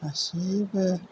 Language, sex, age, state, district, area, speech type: Bodo, female, 60+, Assam, Chirang, rural, spontaneous